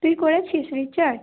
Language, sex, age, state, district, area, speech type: Bengali, female, 18-30, West Bengal, Howrah, urban, conversation